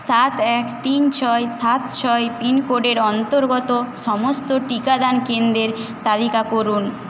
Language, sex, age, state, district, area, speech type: Bengali, female, 18-30, West Bengal, Paschim Medinipur, rural, read